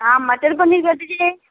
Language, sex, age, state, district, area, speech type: Hindi, female, 45-60, Rajasthan, Jodhpur, urban, conversation